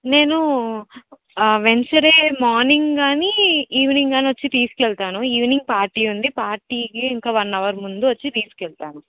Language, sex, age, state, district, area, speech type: Telugu, female, 18-30, Andhra Pradesh, Vizianagaram, urban, conversation